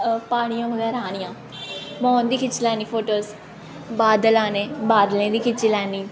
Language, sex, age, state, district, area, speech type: Dogri, female, 18-30, Jammu and Kashmir, Jammu, urban, spontaneous